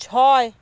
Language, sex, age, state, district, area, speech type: Bengali, female, 45-60, West Bengal, South 24 Parganas, rural, read